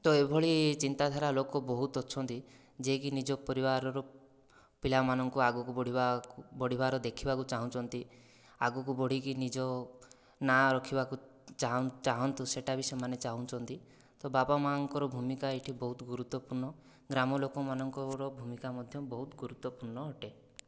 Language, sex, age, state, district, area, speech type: Odia, male, 30-45, Odisha, Kandhamal, rural, spontaneous